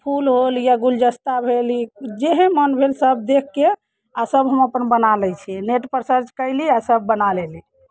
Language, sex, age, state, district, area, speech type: Maithili, female, 30-45, Bihar, Muzaffarpur, rural, spontaneous